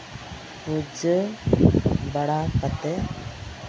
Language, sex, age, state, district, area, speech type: Santali, female, 30-45, West Bengal, Malda, rural, spontaneous